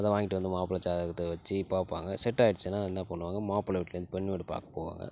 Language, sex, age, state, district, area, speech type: Tamil, male, 30-45, Tamil Nadu, Tiruchirappalli, rural, spontaneous